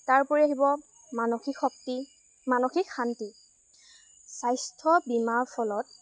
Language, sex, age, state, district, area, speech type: Assamese, female, 18-30, Assam, Lakhimpur, rural, spontaneous